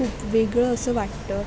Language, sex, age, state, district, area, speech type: Marathi, female, 18-30, Maharashtra, Sindhudurg, urban, spontaneous